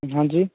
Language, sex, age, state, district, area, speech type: Hindi, male, 18-30, Rajasthan, Bharatpur, rural, conversation